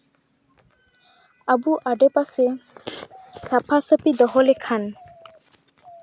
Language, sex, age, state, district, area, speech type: Santali, female, 18-30, West Bengal, Purba Bardhaman, rural, spontaneous